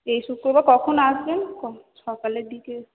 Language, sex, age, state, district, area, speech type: Bengali, female, 30-45, West Bengal, Purba Bardhaman, urban, conversation